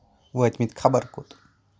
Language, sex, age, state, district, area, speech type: Kashmiri, male, 18-30, Jammu and Kashmir, Anantnag, rural, spontaneous